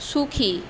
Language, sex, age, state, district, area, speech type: Bengali, female, 18-30, West Bengal, Paschim Medinipur, rural, read